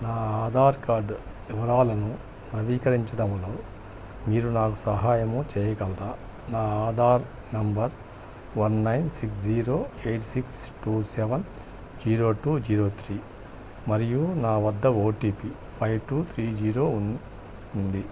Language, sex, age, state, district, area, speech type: Telugu, male, 60+, Andhra Pradesh, Krishna, urban, read